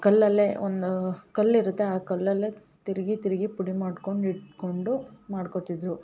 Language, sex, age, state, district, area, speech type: Kannada, female, 18-30, Karnataka, Hassan, urban, spontaneous